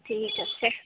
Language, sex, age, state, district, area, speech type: Bengali, female, 30-45, West Bengal, Alipurduar, rural, conversation